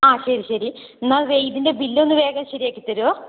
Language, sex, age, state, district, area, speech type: Malayalam, female, 30-45, Kerala, Kannur, rural, conversation